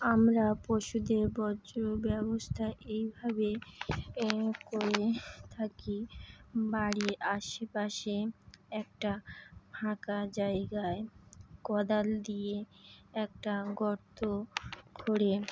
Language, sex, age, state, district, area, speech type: Bengali, female, 18-30, West Bengal, Howrah, urban, spontaneous